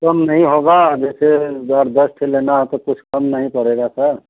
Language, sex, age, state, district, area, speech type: Hindi, male, 45-60, Uttar Pradesh, Chandauli, urban, conversation